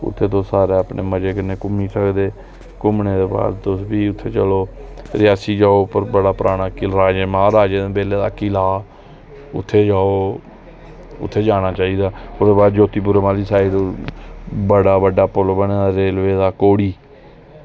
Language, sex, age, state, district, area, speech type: Dogri, male, 30-45, Jammu and Kashmir, Reasi, rural, spontaneous